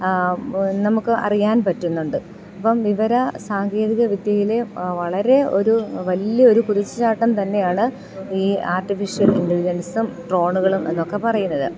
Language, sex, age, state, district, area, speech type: Malayalam, female, 30-45, Kerala, Thiruvananthapuram, urban, spontaneous